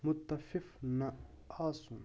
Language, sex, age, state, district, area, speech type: Kashmiri, male, 18-30, Jammu and Kashmir, Budgam, rural, read